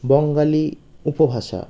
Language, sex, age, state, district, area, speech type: Bengali, male, 30-45, West Bengal, Birbhum, urban, spontaneous